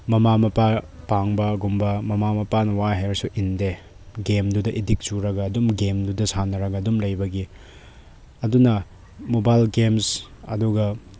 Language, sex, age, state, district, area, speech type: Manipuri, male, 18-30, Manipur, Chandel, rural, spontaneous